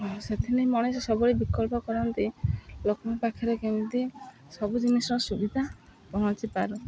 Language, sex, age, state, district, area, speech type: Odia, female, 30-45, Odisha, Jagatsinghpur, rural, spontaneous